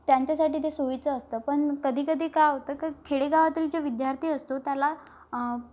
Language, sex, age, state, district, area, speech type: Marathi, female, 18-30, Maharashtra, Amravati, rural, spontaneous